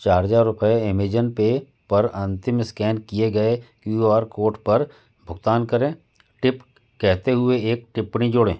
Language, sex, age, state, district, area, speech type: Hindi, male, 45-60, Madhya Pradesh, Jabalpur, urban, read